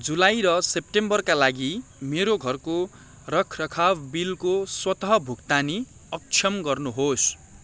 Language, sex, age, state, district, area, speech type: Nepali, male, 18-30, West Bengal, Darjeeling, rural, read